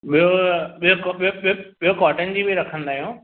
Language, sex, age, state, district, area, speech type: Sindhi, male, 30-45, Maharashtra, Mumbai Suburban, urban, conversation